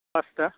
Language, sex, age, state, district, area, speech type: Bodo, male, 30-45, Assam, Baksa, urban, conversation